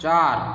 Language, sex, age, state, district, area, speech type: Gujarati, male, 30-45, Gujarat, Morbi, rural, read